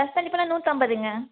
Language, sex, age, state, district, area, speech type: Tamil, female, 18-30, Tamil Nadu, Erode, urban, conversation